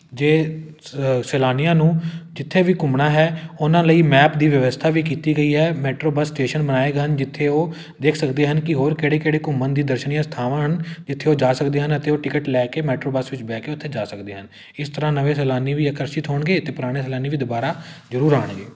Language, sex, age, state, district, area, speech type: Punjabi, male, 18-30, Punjab, Amritsar, urban, spontaneous